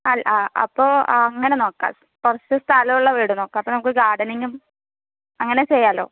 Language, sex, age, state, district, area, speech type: Malayalam, female, 30-45, Kerala, Palakkad, rural, conversation